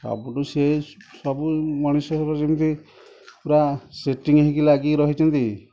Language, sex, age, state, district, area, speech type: Odia, male, 30-45, Odisha, Kendujhar, urban, spontaneous